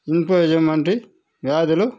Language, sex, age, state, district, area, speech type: Telugu, male, 45-60, Andhra Pradesh, Sri Balaji, rural, spontaneous